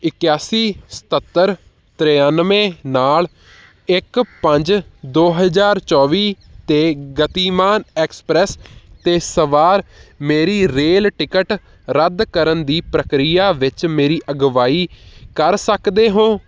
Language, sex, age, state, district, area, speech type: Punjabi, male, 18-30, Punjab, Hoshiarpur, urban, read